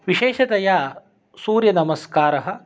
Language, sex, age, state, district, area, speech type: Sanskrit, male, 30-45, Karnataka, Shimoga, urban, spontaneous